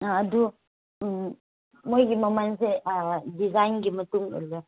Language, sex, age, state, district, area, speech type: Manipuri, female, 18-30, Manipur, Chandel, rural, conversation